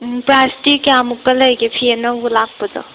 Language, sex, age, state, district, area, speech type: Manipuri, female, 18-30, Manipur, Tengnoupal, rural, conversation